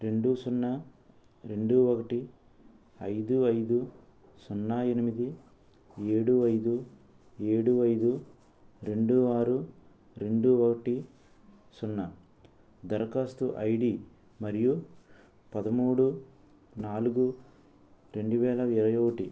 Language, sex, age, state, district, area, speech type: Telugu, male, 45-60, Andhra Pradesh, West Godavari, urban, read